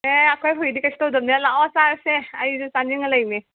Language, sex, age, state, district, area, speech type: Manipuri, female, 30-45, Manipur, Imphal West, rural, conversation